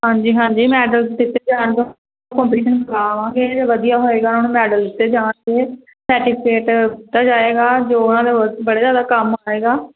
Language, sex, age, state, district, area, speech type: Punjabi, female, 18-30, Punjab, Hoshiarpur, rural, conversation